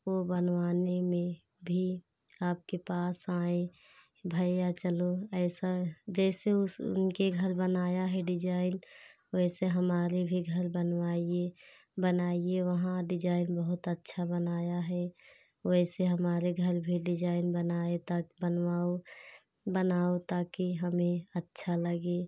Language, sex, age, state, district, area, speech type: Hindi, female, 30-45, Uttar Pradesh, Pratapgarh, rural, spontaneous